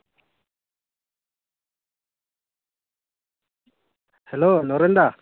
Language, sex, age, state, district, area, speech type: Santali, male, 18-30, West Bengal, Paschim Bardhaman, rural, conversation